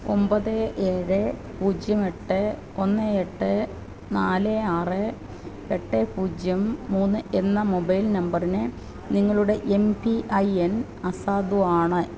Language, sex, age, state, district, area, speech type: Malayalam, female, 45-60, Kerala, Kottayam, rural, read